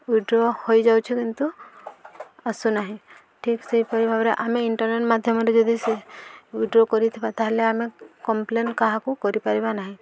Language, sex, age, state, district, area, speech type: Odia, female, 18-30, Odisha, Subarnapur, rural, spontaneous